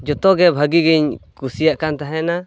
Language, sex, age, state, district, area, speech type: Santali, male, 18-30, West Bengal, Purulia, rural, spontaneous